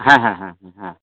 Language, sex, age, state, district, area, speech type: Bengali, male, 60+, West Bengal, Dakshin Dinajpur, rural, conversation